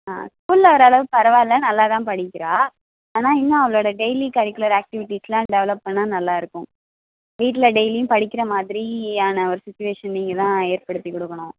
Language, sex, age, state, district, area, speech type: Tamil, female, 30-45, Tamil Nadu, Thanjavur, urban, conversation